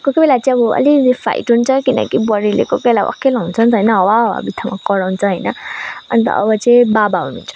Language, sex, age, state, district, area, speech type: Nepali, female, 18-30, West Bengal, Kalimpong, rural, spontaneous